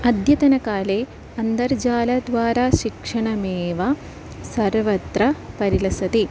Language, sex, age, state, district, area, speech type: Sanskrit, female, 18-30, Kerala, Ernakulam, urban, spontaneous